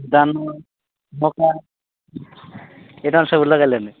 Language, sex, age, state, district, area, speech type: Odia, male, 18-30, Odisha, Nabarangpur, urban, conversation